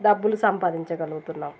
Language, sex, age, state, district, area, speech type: Telugu, female, 30-45, Telangana, Warangal, rural, spontaneous